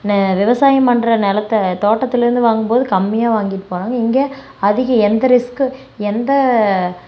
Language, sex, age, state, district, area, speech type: Tamil, female, 18-30, Tamil Nadu, Namakkal, rural, spontaneous